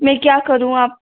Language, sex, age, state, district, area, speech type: Hindi, female, 30-45, Madhya Pradesh, Bhopal, urban, conversation